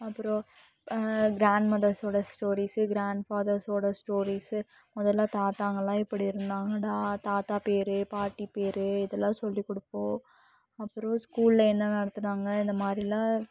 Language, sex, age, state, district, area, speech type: Tamil, female, 18-30, Tamil Nadu, Coimbatore, rural, spontaneous